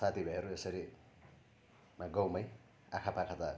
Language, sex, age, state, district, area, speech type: Nepali, male, 18-30, West Bengal, Darjeeling, rural, spontaneous